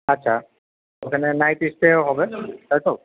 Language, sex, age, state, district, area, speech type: Bengali, male, 30-45, West Bengal, Paschim Bardhaman, urban, conversation